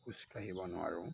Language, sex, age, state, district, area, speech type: Assamese, male, 30-45, Assam, Majuli, urban, spontaneous